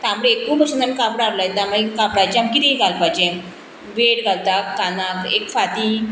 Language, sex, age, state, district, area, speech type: Goan Konkani, female, 45-60, Goa, Murmgao, rural, spontaneous